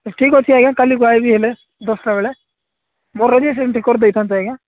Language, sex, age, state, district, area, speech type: Odia, male, 18-30, Odisha, Nabarangpur, urban, conversation